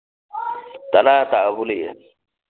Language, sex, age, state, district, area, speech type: Manipuri, male, 30-45, Manipur, Thoubal, rural, conversation